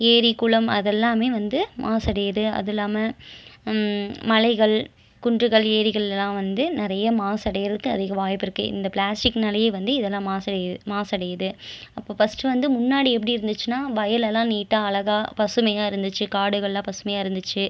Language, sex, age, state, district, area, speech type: Tamil, female, 18-30, Tamil Nadu, Erode, rural, spontaneous